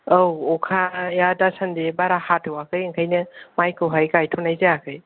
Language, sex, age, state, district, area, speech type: Bodo, male, 18-30, Assam, Kokrajhar, rural, conversation